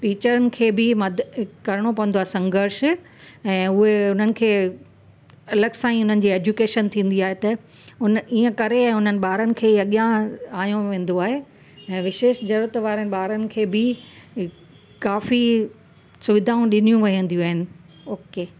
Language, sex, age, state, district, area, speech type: Sindhi, female, 45-60, Gujarat, Kutch, urban, spontaneous